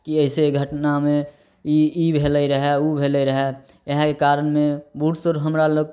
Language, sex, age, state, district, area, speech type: Maithili, male, 18-30, Bihar, Samastipur, rural, spontaneous